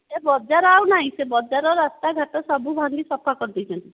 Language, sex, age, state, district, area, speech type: Odia, female, 60+, Odisha, Nayagarh, rural, conversation